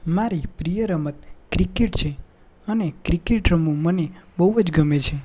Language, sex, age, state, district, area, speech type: Gujarati, male, 18-30, Gujarat, Anand, rural, spontaneous